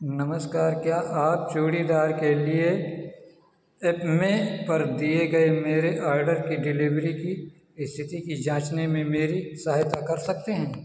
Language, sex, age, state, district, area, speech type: Hindi, male, 60+, Uttar Pradesh, Ayodhya, rural, read